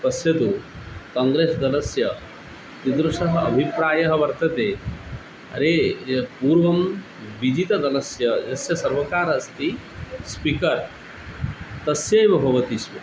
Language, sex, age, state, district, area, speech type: Sanskrit, male, 45-60, Odisha, Cuttack, rural, spontaneous